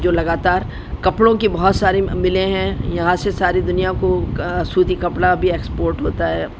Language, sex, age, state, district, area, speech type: Urdu, female, 60+, Delhi, North East Delhi, urban, spontaneous